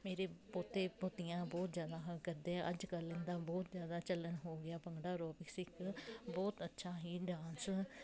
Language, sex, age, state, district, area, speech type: Punjabi, female, 30-45, Punjab, Jalandhar, urban, spontaneous